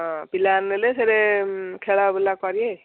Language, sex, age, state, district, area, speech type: Odia, female, 45-60, Odisha, Gajapati, rural, conversation